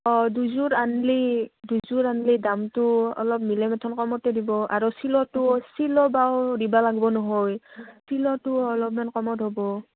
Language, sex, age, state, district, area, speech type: Assamese, female, 18-30, Assam, Udalguri, rural, conversation